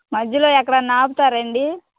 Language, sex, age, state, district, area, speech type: Telugu, female, 30-45, Andhra Pradesh, Bapatla, rural, conversation